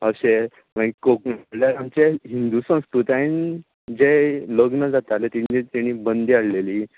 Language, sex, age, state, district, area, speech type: Goan Konkani, male, 45-60, Goa, Tiswadi, rural, conversation